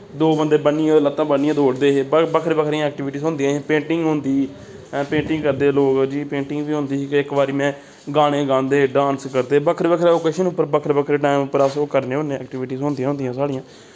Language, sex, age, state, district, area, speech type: Dogri, male, 18-30, Jammu and Kashmir, Samba, rural, spontaneous